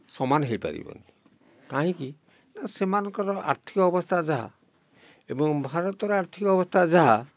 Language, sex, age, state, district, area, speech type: Odia, male, 60+, Odisha, Kalahandi, rural, spontaneous